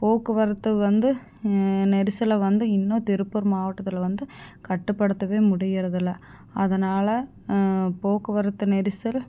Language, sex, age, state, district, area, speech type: Tamil, female, 30-45, Tamil Nadu, Tiruppur, rural, spontaneous